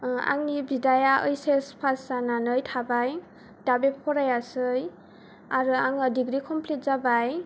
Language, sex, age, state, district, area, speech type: Bodo, female, 18-30, Assam, Kokrajhar, rural, spontaneous